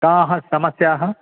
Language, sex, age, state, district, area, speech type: Sanskrit, male, 45-60, Telangana, Karimnagar, urban, conversation